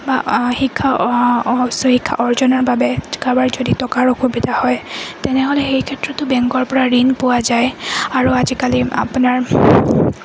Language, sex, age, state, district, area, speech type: Assamese, female, 30-45, Assam, Goalpara, urban, spontaneous